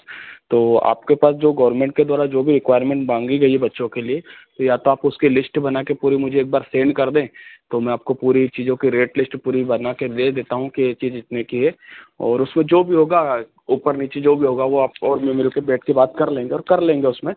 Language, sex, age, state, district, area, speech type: Hindi, male, 30-45, Madhya Pradesh, Ujjain, urban, conversation